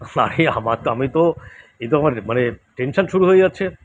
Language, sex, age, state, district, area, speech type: Bengali, male, 60+, West Bengal, Kolkata, urban, spontaneous